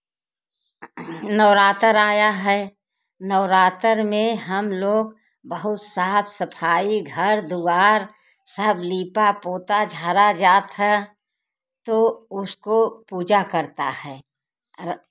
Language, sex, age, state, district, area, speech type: Hindi, female, 60+, Uttar Pradesh, Jaunpur, rural, spontaneous